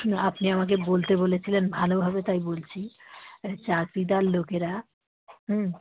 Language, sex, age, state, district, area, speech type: Bengali, female, 45-60, West Bengal, Dakshin Dinajpur, urban, conversation